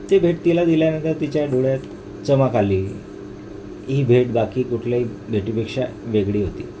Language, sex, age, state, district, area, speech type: Marathi, male, 45-60, Maharashtra, Nagpur, urban, spontaneous